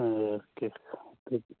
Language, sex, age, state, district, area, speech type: Manipuri, male, 30-45, Manipur, Kakching, rural, conversation